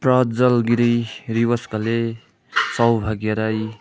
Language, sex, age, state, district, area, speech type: Nepali, male, 18-30, West Bengal, Darjeeling, rural, spontaneous